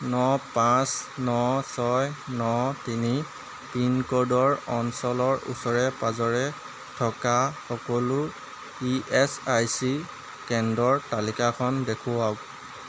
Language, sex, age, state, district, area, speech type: Assamese, male, 18-30, Assam, Jorhat, urban, read